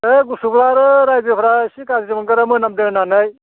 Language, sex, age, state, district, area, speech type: Bodo, male, 60+, Assam, Baksa, rural, conversation